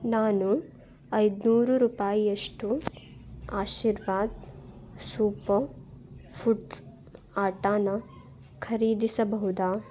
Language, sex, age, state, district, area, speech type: Kannada, female, 18-30, Karnataka, Bidar, urban, read